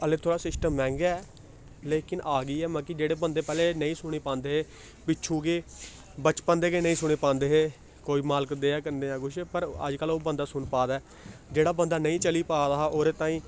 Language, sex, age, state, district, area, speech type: Dogri, male, 18-30, Jammu and Kashmir, Samba, urban, spontaneous